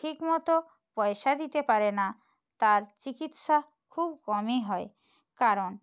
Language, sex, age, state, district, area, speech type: Bengali, female, 45-60, West Bengal, Nadia, rural, spontaneous